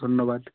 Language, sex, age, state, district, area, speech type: Bengali, male, 18-30, West Bengal, Hooghly, urban, conversation